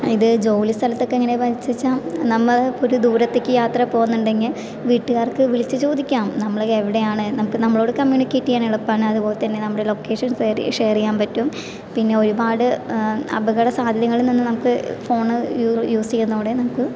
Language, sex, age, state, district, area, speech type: Malayalam, female, 18-30, Kerala, Thrissur, rural, spontaneous